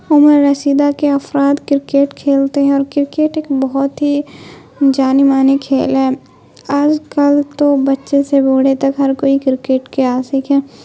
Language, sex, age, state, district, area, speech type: Urdu, female, 18-30, Bihar, Khagaria, rural, spontaneous